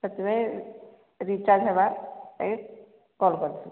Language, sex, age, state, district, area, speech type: Odia, female, 45-60, Odisha, Sambalpur, rural, conversation